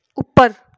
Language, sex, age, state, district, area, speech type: Punjabi, female, 18-30, Punjab, Fatehgarh Sahib, rural, read